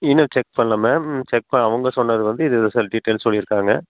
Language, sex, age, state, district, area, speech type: Tamil, male, 30-45, Tamil Nadu, Coimbatore, rural, conversation